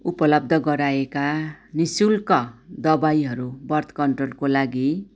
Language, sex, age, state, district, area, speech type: Nepali, female, 45-60, West Bengal, Darjeeling, rural, spontaneous